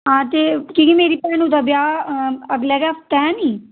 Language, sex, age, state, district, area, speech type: Dogri, female, 18-30, Jammu and Kashmir, Udhampur, rural, conversation